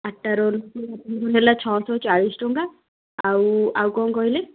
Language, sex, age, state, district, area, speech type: Odia, female, 18-30, Odisha, Kendujhar, urban, conversation